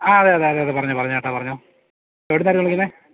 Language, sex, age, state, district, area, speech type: Malayalam, male, 30-45, Kerala, Idukki, rural, conversation